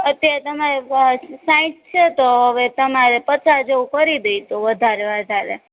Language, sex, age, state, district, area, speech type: Gujarati, female, 18-30, Gujarat, Rajkot, urban, conversation